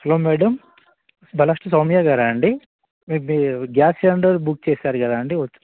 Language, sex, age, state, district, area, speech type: Telugu, male, 30-45, Telangana, Nizamabad, urban, conversation